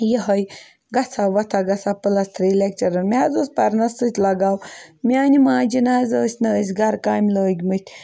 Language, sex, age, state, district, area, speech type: Kashmiri, female, 18-30, Jammu and Kashmir, Ganderbal, rural, spontaneous